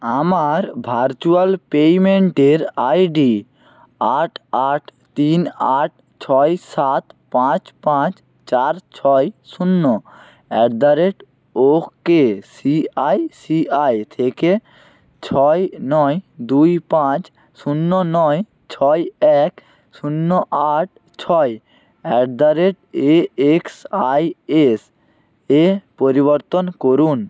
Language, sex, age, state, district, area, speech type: Bengali, male, 45-60, West Bengal, Purba Medinipur, rural, read